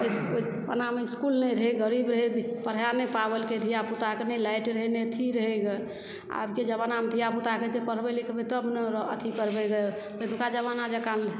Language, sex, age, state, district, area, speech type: Maithili, female, 60+, Bihar, Supaul, urban, spontaneous